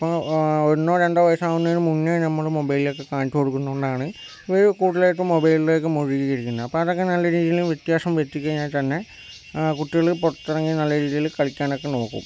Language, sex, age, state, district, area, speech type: Malayalam, male, 18-30, Kerala, Kozhikode, urban, spontaneous